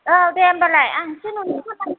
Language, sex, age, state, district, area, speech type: Bodo, other, 30-45, Assam, Kokrajhar, rural, conversation